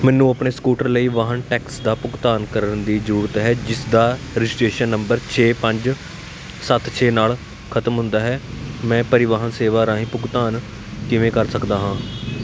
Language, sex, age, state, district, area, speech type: Punjabi, male, 18-30, Punjab, Kapurthala, urban, read